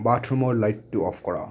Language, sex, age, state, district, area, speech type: Assamese, female, 30-45, Assam, Kamrup Metropolitan, urban, read